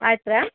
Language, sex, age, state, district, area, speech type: Kannada, female, 60+, Karnataka, Koppal, rural, conversation